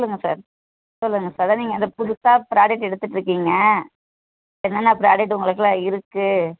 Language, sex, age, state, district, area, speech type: Tamil, male, 30-45, Tamil Nadu, Tenkasi, rural, conversation